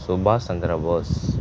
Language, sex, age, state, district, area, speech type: Tamil, male, 30-45, Tamil Nadu, Tiruchirappalli, rural, spontaneous